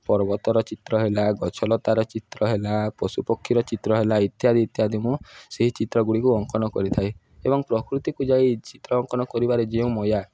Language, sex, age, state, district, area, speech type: Odia, male, 18-30, Odisha, Nuapada, urban, spontaneous